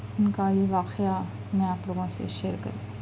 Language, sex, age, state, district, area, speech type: Urdu, female, 30-45, Telangana, Hyderabad, urban, spontaneous